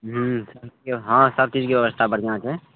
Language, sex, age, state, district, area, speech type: Maithili, male, 18-30, Bihar, Madhepura, rural, conversation